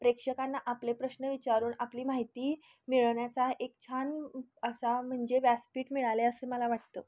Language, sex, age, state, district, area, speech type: Marathi, female, 18-30, Maharashtra, Kolhapur, urban, spontaneous